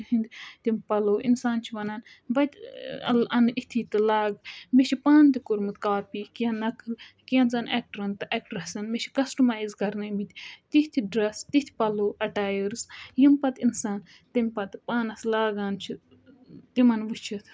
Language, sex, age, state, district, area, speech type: Kashmiri, female, 18-30, Jammu and Kashmir, Budgam, rural, spontaneous